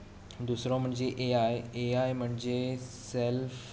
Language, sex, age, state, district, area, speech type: Goan Konkani, male, 18-30, Goa, Tiswadi, rural, spontaneous